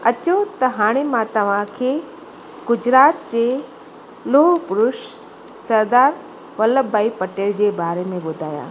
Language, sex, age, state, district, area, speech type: Sindhi, female, 45-60, Gujarat, Kutch, urban, spontaneous